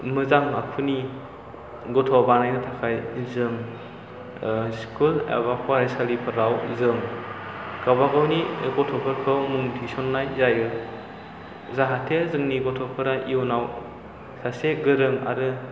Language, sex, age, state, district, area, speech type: Bodo, male, 18-30, Assam, Chirang, rural, spontaneous